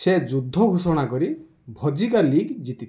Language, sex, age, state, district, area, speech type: Odia, male, 45-60, Odisha, Balasore, rural, read